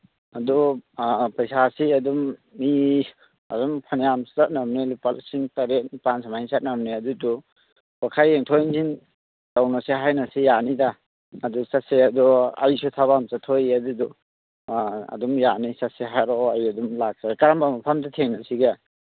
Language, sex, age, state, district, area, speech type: Manipuri, male, 30-45, Manipur, Churachandpur, rural, conversation